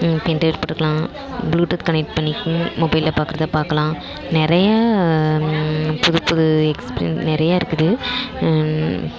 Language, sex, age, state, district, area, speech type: Tamil, female, 18-30, Tamil Nadu, Dharmapuri, rural, spontaneous